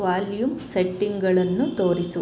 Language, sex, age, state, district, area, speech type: Kannada, female, 30-45, Karnataka, Chitradurga, urban, read